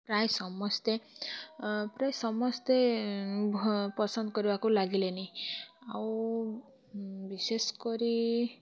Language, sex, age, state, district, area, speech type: Odia, female, 18-30, Odisha, Kalahandi, rural, spontaneous